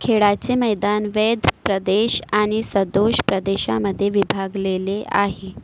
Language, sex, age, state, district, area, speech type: Marathi, female, 18-30, Maharashtra, Nagpur, urban, read